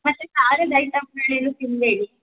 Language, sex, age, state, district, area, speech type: Kannada, female, 18-30, Karnataka, Hassan, rural, conversation